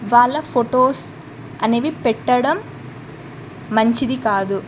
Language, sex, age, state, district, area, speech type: Telugu, female, 18-30, Telangana, Medak, rural, spontaneous